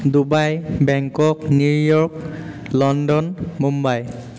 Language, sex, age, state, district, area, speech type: Assamese, male, 18-30, Assam, Dhemaji, urban, spontaneous